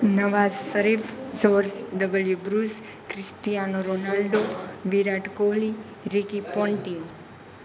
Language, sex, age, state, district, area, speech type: Gujarati, female, 18-30, Gujarat, Rajkot, rural, spontaneous